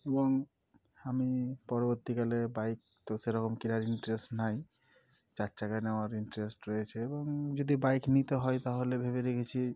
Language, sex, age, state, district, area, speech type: Bengali, male, 18-30, West Bengal, Murshidabad, urban, spontaneous